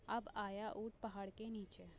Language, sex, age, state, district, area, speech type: Urdu, female, 18-30, Delhi, North East Delhi, urban, spontaneous